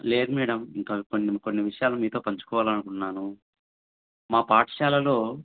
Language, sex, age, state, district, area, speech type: Telugu, male, 45-60, Andhra Pradesh, Sri Satya Sai, urban, conversation